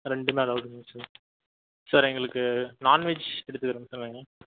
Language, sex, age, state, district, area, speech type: Tamil, male, 18-30, Tamil Nadu, Erode, rural, conversation